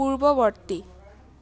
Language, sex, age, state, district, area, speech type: Assamese, female, 18-30, Assam, Sivasagar, rural, read